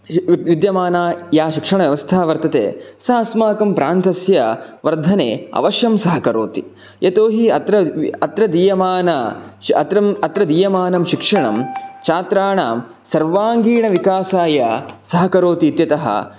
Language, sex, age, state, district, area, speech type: Sanskrit, male, 18-30, Karnataka, Chikkamagaluru, rural, spontaneous